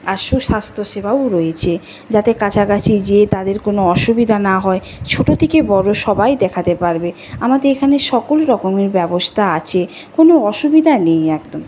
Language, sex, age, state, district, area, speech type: Bengali, female, 45-60, West Bengal, Nadia, rural, spontaneous